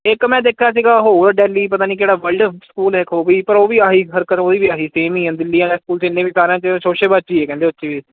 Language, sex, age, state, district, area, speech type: Punjabi, male, 18-30, Punjab, Ludhiana, urban, conversation